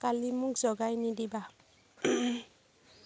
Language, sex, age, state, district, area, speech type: Assamese, female, 45-60, Assam, Morigaon, rural, read